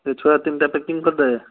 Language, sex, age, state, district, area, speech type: Odia, male, 45-60, Odisha, Balasore, rural, conversation